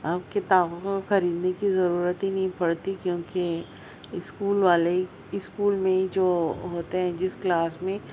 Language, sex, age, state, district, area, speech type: Urdu, female, 30-45, Maharashtra, Nashik, urban, spontaneous